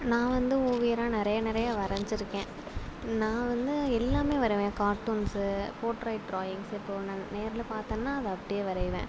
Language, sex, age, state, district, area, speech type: Tamil, female, 18-30, Tamil Nadu, Sivaganga, rural, spontaneous